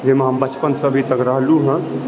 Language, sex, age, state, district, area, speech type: Maithili, male, 18-30, Bihar, Supaul, urban, spontaneous